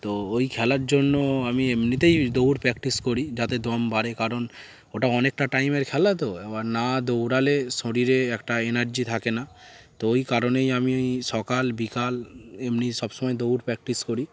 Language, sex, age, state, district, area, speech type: Bengali, male, 18-30, West Bengal, Darjeeling, urban, spontaneous